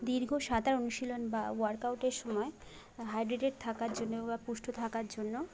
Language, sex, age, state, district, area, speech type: Bengali, female, 18-30, West Bengal, Jhargram, rural, spontaneous